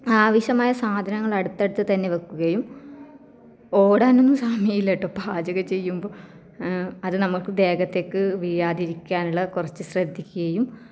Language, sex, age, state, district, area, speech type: Malayalam, female, 18-30, Kerala, Kasaragod, rural, spontaneous